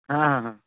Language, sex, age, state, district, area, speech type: Odia, male, 45-60, Odisha, Nuapada, urban, conversation